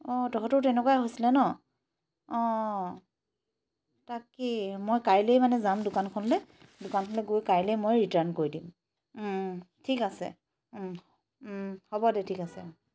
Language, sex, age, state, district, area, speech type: Assamese, female, 30-45, Assam, Charaideo, urban, spontaneous